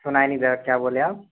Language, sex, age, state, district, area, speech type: Hindi, male, 18-30, Madhya Pradesh, Jabalpur, urban, conversation